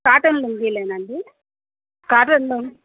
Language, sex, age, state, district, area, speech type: Telugu, female, 45-60, Andhra Pradesh, Bapatla, urban, conversation